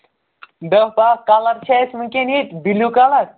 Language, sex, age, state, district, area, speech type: Kashmiri, male, 18-30, Jammu and Kashmir, Pulwama, urban, conversation